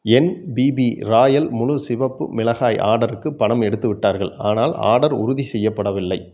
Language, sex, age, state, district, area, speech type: Tamil, male, 45-60, Tamil Nadu, Erode, urban, read